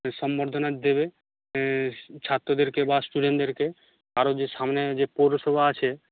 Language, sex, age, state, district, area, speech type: Bengali, male, 45-60, West Bengal, Purba Medinipur, rural, conversation